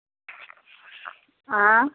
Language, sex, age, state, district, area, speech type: Hindi, female, 30-45, Bihar, Samastipur, rural, conversation